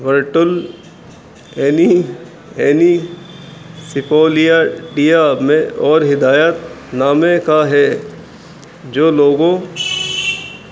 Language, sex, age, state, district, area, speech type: Urdu, male, 18-30, Uttar Pradesh, Rampur, urban, spontaneous